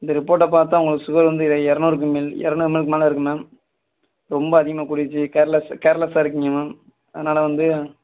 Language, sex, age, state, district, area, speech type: Tamil, male, 18-30, Tamil Nadu, Virudhunagar, rural, conversation